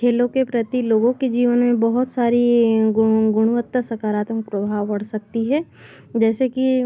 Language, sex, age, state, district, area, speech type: Hindi, female, 30-45, Madhya Pradesh, Bhopal, rural, spontaneous